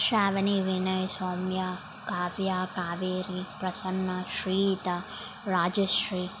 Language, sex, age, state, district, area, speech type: Telugu, female, 18-30, Telangana, Jangaon, urban, spontaneous